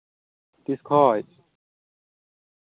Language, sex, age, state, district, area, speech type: Santali, male, 18-30, Jharkhand, Pakur, rural, conversation